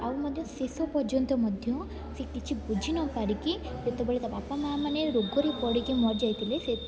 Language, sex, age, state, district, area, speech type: Odia, female, 18-30, Odisha, Rayagada, rural, spontaneous